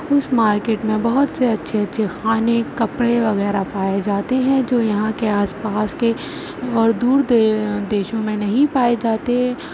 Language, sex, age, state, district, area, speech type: Urdu, female, 30-45, Uttar Pradesh, Aligarh, rural, spontaneous